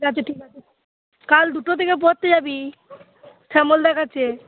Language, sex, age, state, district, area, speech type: Bengali, female, 18-30, West Bengal, Cooch Behar, urban, conversation